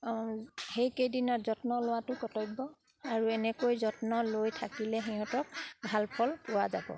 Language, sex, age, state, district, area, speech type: Assamese, female, 30-45, Assam, Sivasagar, rural, spontaneous